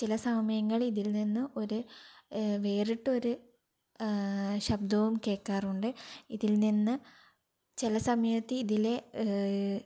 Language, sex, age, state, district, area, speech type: Malayalam, female, 18-30, Kerala, Kannur, urban, spontaneous